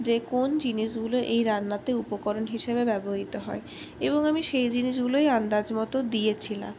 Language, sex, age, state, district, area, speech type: Bengali, female, 60+, West Bengal, Purulia, urban, spontaneous